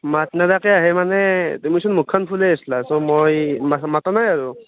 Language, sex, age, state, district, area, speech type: Assamese, male, 18-30, Assam, Nalbari, rural, conversation